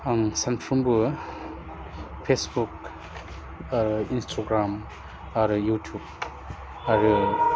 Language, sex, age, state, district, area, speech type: Bodo, male, 30-45, Assam, Udalguri, urban, spontaneous